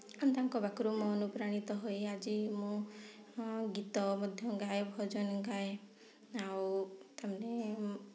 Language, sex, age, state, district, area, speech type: Odia, female, 30-45, Odisha, Mayurbhanj, rural, spontaneous